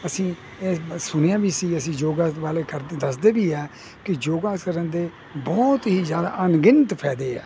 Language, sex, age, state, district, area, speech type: Punjabi, male, 60+, Punjab, Hoshiarpur, rural, spontaneous